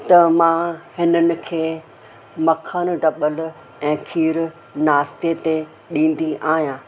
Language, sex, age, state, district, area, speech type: Sindhi, female, 60+, Maharashtra, Mumbai Suburban, urban, spontaneous